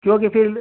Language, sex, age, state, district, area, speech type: Hindi, male, 18-30, Madhya Pradesh, Ujjain, rural, conversation